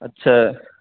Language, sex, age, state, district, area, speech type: Urdu, male, 18-30, Uttar Pradesh, Saharanpur, urban, conversation